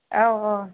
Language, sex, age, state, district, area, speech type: Bodo, female, 30-45, Assam, Kokrajhar, rural, conversation